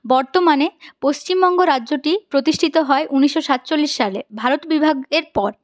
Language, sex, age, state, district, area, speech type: Bengali, female, 30-45, West Bengal, Purulia, urban, spontaneous